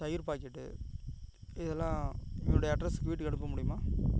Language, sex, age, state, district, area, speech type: Tamil, male, 45-60, Tamil Nadu, Ariyalur, rural, spontaneous